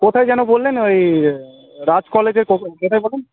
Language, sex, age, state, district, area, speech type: Bengali, male, 18-30, West Bengal, Murshidabad, urban, conversation